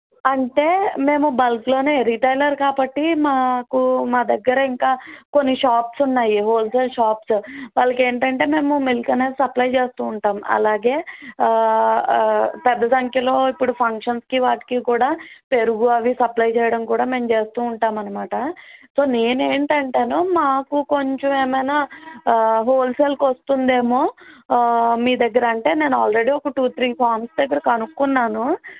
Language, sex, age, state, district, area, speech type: Telugu, female, 30-45, Andhra Pradesh, East Godavari, rural, conversation